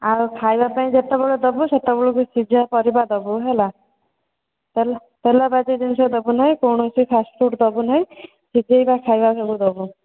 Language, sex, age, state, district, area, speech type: Odia, female, 30-45, Odisha, Jajpur, rural, conversation